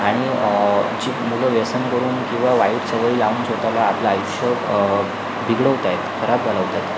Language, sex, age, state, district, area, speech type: Marathi, male, 18-30, Maharashtra, Sindhudurg, rural, spontaneous